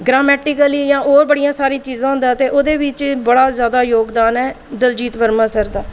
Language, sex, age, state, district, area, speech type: Dogri, female, 45-60, Jammu and Kashmir, Jammu, urban, spontaneous